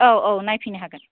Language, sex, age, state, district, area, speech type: Bodo, female, 30-45, Assam, Kokrajhar, rural, conversation